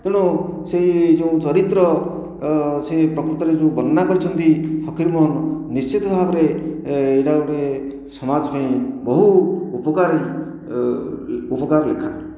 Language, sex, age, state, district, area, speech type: Odia, male, 60+, Odisha, Khordha, rural, spontaneous